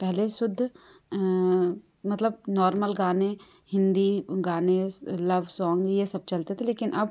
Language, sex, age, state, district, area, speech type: Hindi, female, 18-30, Madhya Pradesh, Katni, urban, spontaneous